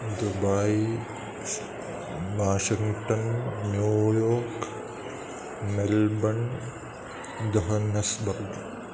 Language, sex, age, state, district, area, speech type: Sanskrit, male, 30-45, Kerala, Ernakulam, rural, spontaneous